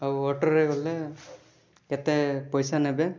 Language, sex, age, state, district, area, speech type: Odia, male, 18-30, Odisha, Rayagada, urban, spontaneous